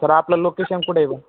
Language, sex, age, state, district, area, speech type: Marathi, male, 18-30, Maharashtra, Jalna, urban, conversation